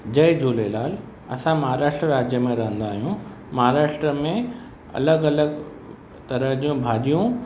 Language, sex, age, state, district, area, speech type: Sindhi, male, 30-45, Maharashtra, Mumbai Suburban, urban, spontaneous